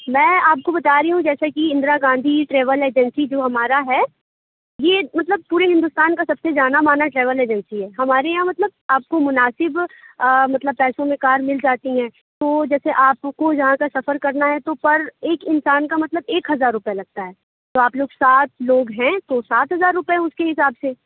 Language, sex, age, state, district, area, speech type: Urdu, female, 30-45, Uttar Pradesh, Aligarh, urban, conversation